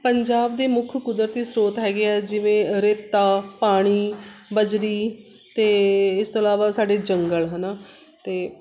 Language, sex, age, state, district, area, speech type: Punjabi, female, 30-45, Punjab, Shaheed Bhagat Singh Nagar, urban, spontaneous